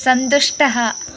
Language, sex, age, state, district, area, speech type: Sanskrit, female, 18-30, Kerala, Thrissur, urban, read